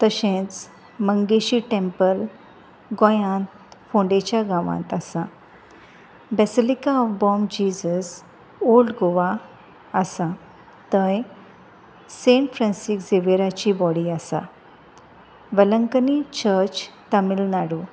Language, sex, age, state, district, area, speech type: Goan Konkani, female, 30-45, Goa, Salcete, rural, spontaneous